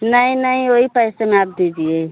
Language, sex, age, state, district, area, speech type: Hindi, female, 45-60, Uttar Pradesh, Mau, rural, conversation